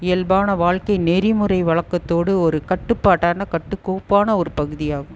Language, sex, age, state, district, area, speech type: Tamil, female, 60+, Tamil Nadu, Erode, urban, spontaneous